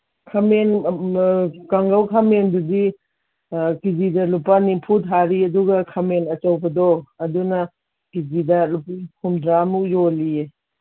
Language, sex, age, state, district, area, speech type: Manipuri, female, 45-60, Manipur, Imphal East, rural, conversation